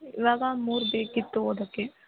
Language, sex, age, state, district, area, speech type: Kannada, female, 18-30, Karnataka, Hassan, rural, conversation